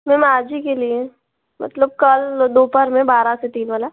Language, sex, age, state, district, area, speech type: Hindi, female, 18-30, Madhya Pradesh, Betul, rural, conversation